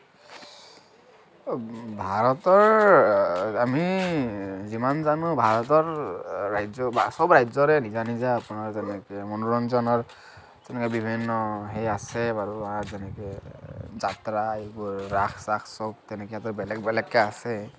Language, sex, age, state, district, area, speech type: Assamese, male, 45-60, Assam, Kamrup Metropolitan, urban, spontaneous